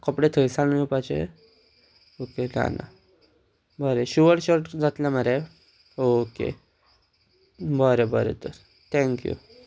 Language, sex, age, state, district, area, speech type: Goan Konkani, male, 18-30, Goa, Ponda, rural, spontaneous